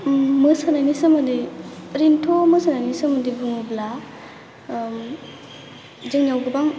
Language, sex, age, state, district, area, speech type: Bodo, female, 18-30, Assam, Baksa, rural, spontaneous